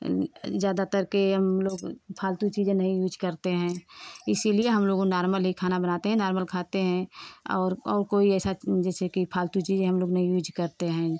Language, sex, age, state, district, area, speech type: Hindi, female, 30-45, Uttar Pradesh, Ghazipur, rural, spontaneous